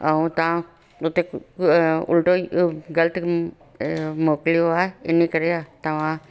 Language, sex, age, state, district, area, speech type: Sindhi, female, 60+, Delhi, South Delhi, urban, spontaneous